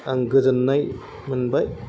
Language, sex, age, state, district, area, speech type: Bodo, male, 30-45, Assam, Kokrajhar, rural, spontaneous